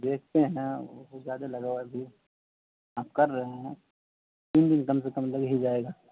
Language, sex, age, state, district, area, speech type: Urdu, male, 30-45, Bihar, Supaul, urban, conversation